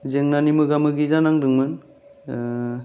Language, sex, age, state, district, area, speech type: Bodo, male, 30-45, Assam, Kokrajhar, urban, spontaneous